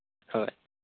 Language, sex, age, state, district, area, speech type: Manipuri, male, 18-30, Manipur, Senapati, rural, conversation